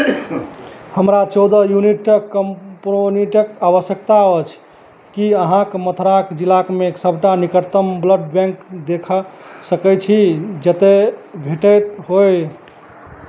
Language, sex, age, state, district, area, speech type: Maithili, male, 30-45, Bihar, Madhubani, rural, read